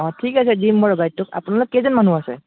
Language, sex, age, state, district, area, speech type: Assamese, male, 30-45, Assam, Biswanath, rural, conversation